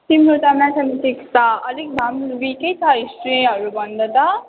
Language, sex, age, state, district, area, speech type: Nepali, female, 18-30, West Bengal, Darjeeling, rural, conversation